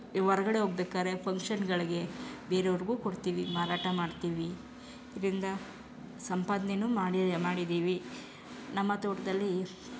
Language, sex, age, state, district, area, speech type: Kannada, female, 30-45, Karnataka, Chamarajanagar, rural, spontaneous